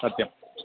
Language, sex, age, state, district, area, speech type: Sanskrit, male, 45-60, Karnataka, Bangalore Urban, urban, conversation